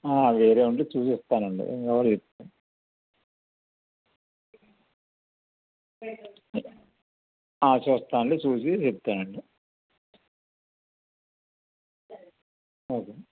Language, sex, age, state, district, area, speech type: Telugu, male, 60+, Andhra Pradesh, Anakapalli, rural, conversation